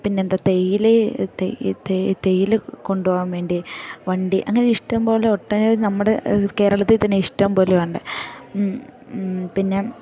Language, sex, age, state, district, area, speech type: Malayalam, female, 18-30, Kerala, Idukki, rural, spontaneous